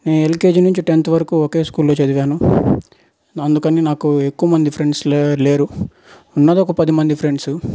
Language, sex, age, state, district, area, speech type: Telugu, male, 18-30, Andhra Pradesh, Nellore, urban, spontaneous